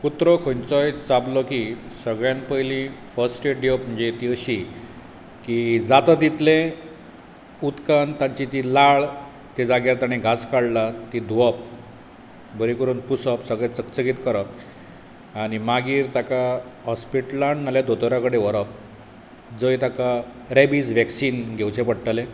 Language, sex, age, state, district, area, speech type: Goan Konkani, male, 45-60, Goa, Bardez, rural, spontaneous